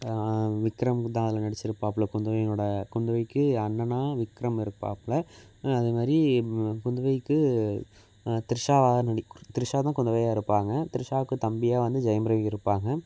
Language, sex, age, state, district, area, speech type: Tamil, male, 18-30, Tamil Nadu, Thanjavur, urban, spontaneous